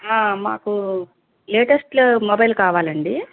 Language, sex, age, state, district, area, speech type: Telugu, female, 45-60, Andhra Pradesh, Guntur, urban, conversation